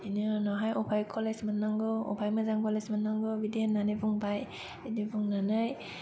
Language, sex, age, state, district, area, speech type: Bodo, female, 30-45, Assam, Kokrajhar, urban, spontaneous